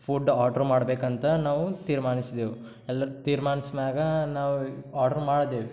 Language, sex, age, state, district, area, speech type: Kannada, male, 18-30, Karnataka, Gulbarga, urban, spontaneous